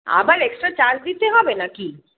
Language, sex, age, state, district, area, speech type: Bengali, female, 30-45, West Bengal, Hooghly, urban, conversation